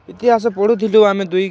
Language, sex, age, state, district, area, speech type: Odia, male, 18-30, Odisha, Kalahandi, rural, spontaneous